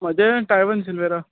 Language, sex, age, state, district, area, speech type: Goan Konkani, male, 18-30, Goa, Tiswadi, rural, conversation